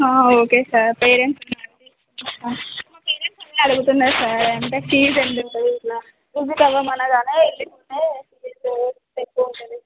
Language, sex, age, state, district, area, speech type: Telugu, female, 18-30, Telangana, Sangareddy, rural, conversation